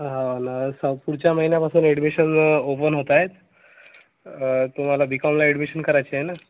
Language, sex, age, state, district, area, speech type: Marathi, male, 18-30, Maharashtra, Gadchiroli, rural, conversation